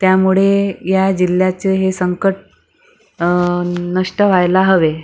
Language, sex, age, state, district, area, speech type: Marathi, female, 45-60, Maharashtra, Akola, urban, spontaneous